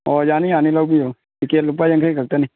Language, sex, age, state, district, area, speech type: Manipuri, male, 45-60, Manipur, Tengnoupal, rural, conversation